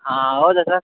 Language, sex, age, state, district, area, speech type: Kannada, male, 18-30, Karnataka, Kolar, rural, conversation